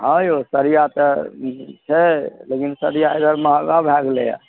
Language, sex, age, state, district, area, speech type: Maithili, male, 60+, Bihar, Araria, urban, conversation